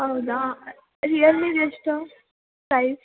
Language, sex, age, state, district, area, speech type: Kannada, female, 18-30, Karnataka, Belgaum, rural, conversation